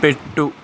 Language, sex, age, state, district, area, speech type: Telugu, male, 45-60, Andhra Pradesh, Sri Balaji, rural, read